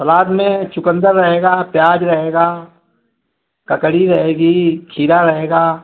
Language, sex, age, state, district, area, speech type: Hindi, male, 60+, Uttar Pradesh, Mau, rural, conversation